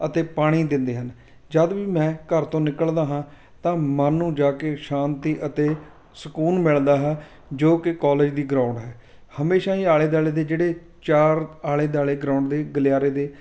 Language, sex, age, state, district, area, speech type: Punjabi, male, 30-45, Punjab, Fatehgarh Sahib, rural, spontaneous